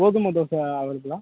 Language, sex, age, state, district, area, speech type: Tamil, male, 18-30, Tamil Nadu, Tenkasi, urban, conversation